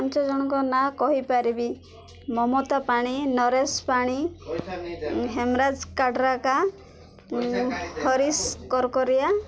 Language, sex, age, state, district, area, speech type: Odia, female, 18-30, Odisha, Koraput, urban, spontaneous